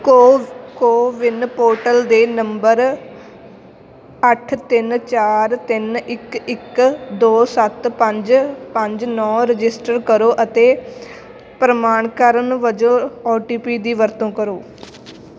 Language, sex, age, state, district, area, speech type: Punjabi, female, 18-30, Punjab, Fatehgarh Sahib, rural, read